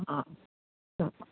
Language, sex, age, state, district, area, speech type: Sindhi, female, 60+, Uttar Pradesh, Lucknow, rural, conversation